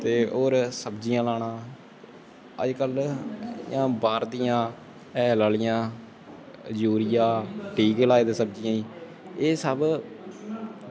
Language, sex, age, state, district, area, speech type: Dogri, male, 18-30, Jammu and Kashmir, Kathua, rural, spontaneous